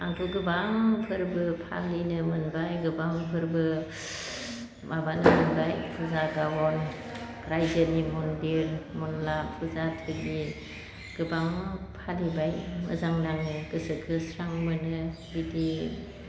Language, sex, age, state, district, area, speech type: Bodo, female, 45-60, Assam, Baksa, rural, spontaneous